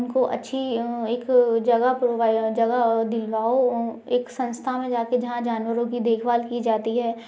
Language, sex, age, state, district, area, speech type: Hindi, female, 18-30, Madhya Pradesh, Gwalior, rural, spontaneous